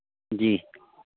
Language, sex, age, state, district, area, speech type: Hindi, male, 60+, Madhya Pradesh, Hoshangabad, rural, conversation